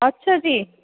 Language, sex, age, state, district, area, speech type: Punjabi, female, 45-60, Punjab, Jalandhar, urban, conversation